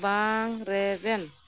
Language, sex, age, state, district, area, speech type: Santali, female, 30-45, West Bengal, Birbhum, rural, read